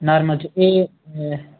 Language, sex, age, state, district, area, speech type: Dogri, male, 30-45, Jammu and Kashmir, Udhampur, rural, conversation